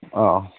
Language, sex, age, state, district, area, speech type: Manipuri, male, 45-60, Manipur, Churachandpur, rural, conversation